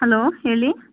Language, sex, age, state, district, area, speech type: Kannada, female, 18-30, Karnataka, Davanagere, rural, conversation